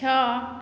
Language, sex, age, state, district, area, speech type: Odia, female, 30-45, Odisha, Boudh, rural, read